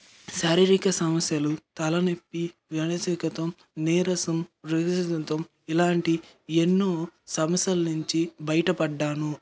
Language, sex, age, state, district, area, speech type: Telugu, male, 18-30, Andhra Pradesh, Nellore, rural, spontaneous